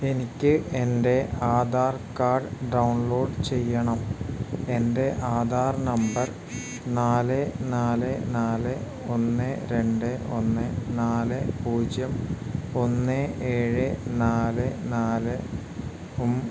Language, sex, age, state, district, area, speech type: Malayalam, male, 30-45, Kerala, Wayanad, rural, read